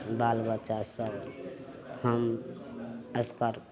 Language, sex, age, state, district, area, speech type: Maithili, female, 60+, Bihar, Madhepura, urban, spontaneous